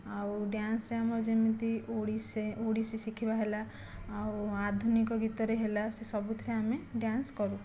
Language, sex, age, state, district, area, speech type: Odia, female, 18-30, Odisha, Jajpur, rural, spontaneous